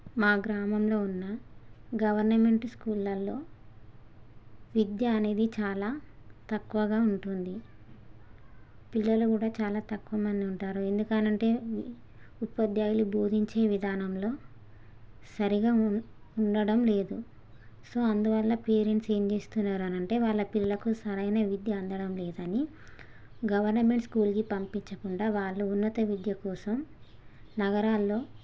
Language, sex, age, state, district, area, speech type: Telugu, female, 30-45, Telangana, Hanamkonda, rural, spontaneous